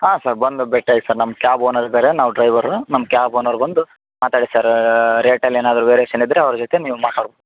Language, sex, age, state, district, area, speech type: Kannada, male, 30-45, Karnataka, Raichur, rural, conversation